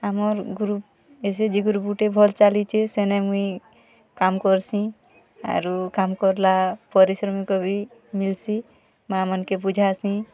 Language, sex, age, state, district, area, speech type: Odia, female, 45-60, Odisha, Kalahandi, rural, spontaneous